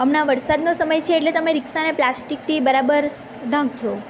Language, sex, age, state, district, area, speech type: Gujarati, female, 18-30, Gujarat, Valsad, urban, spontaneous